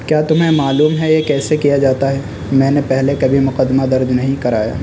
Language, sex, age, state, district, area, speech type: Urdu, male, 18-30, Delhi, North West Delhi, urban, read